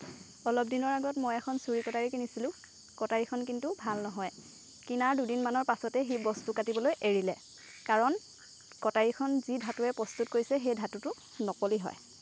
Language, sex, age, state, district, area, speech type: Assamese, female, 18-30, Assam, Lakhimpur, rural, spontaneous